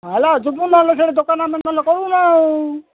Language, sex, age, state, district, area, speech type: Odia, male, 60+, Odisha, Gajapati, rural, conversation